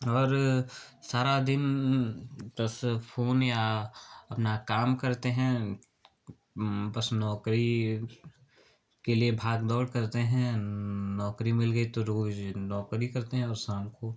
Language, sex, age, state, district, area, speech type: Hindi, male, 18-30, Uttar Pradesh, Chandauli, urban, spontaneous